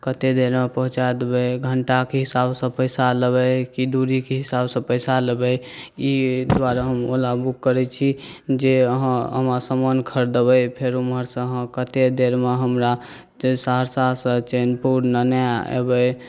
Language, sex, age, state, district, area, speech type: Maithili, male, 18-30, Bihar, Saharsa, rural, spontaneous